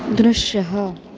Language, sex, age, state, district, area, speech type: Sanskrit, female, 18-30, Maharashtra, Chandrapur, urban, read